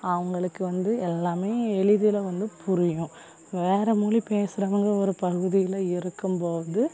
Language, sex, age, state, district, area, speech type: Tamil, female, 18-30, Tamil Nadu, Thoothukudi, rural, spontaneous